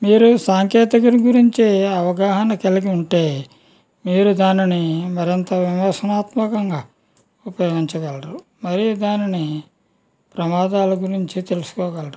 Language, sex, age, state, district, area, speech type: Telugu, male, 60+, Andhra Pradesh, West Godavari, rural, spontaneous